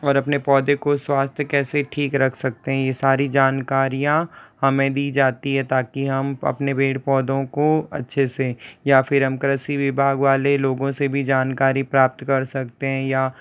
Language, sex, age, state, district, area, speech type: Hindi, male, 60+, Rajasthan, Jodhpur, rural, spontaneous